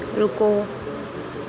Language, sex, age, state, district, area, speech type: Hindi, female, 18-30, Madhya Pradesh, Harda, urban, read